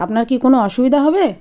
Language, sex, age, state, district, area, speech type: Bengali, female, 30-45, West Bengal, Birbhum, urban, spontaneous